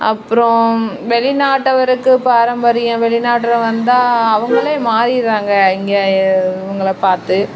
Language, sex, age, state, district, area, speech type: Tamil, female, 30-45, Tamil Nadu, Dharmapuri, urban, spontaneous